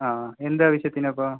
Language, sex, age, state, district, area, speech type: Malayalam, male, 18-30, Kerala, Kasaragod, rural, conversation